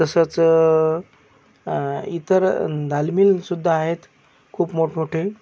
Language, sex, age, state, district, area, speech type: Marathi, male, 45-60, Maharashtra, Akola, rural, spontaneous